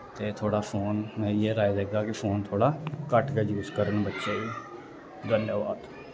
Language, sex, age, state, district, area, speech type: Dogri, male, 18-30, Jammu and Kashmir, Reasi, rural, spontaneous